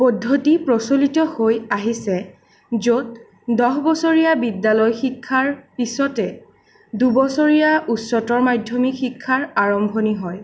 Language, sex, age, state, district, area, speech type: Assamese, female, 18-30, Assam, Sonitpur, urban, spontaneous